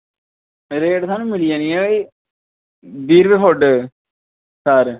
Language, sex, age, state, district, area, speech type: Dogri, male, 18-30, Jammu and Kashmir, Kathua, rural, conversation